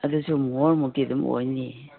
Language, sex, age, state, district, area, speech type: Manipuri, female, 60+, Manipur, Kangpokpi, urban, conversation